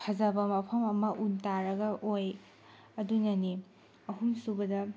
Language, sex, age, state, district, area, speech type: Manipuri, female, 18-30, Manipur, Tengnoupal, rural, spontaneous